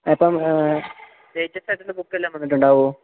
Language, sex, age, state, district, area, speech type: Malayalam, male, 18-30, Kerala, Idukki, rural, conversation